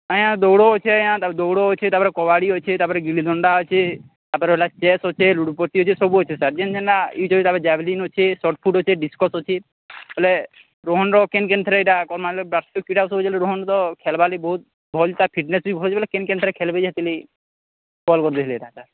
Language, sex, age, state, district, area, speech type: Odia, male, 30-45, Odisha, Sambalpur, rural, conversation